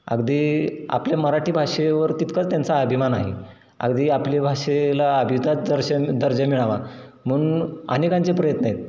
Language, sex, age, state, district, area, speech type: Marathi, male, 30-45, Maharashtra, Satara, rural, spontaneous